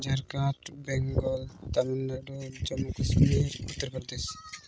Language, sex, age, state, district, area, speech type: Santali, male, 18-30, Jharkhand, Pakur, rural, spontaneous